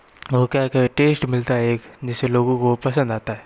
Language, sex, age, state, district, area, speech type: Hindi, male, 60+, Rajasthan, Jodhpur, urban, spontaneous